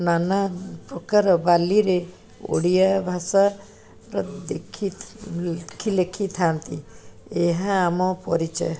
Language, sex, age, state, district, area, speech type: Odia, female, 60+, Odisha, Cuttack, urban, spontaneous